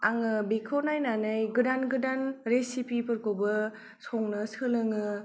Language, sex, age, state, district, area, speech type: Bodo, female, 18-30, Assam, Kokrajhar, rural, spontaneous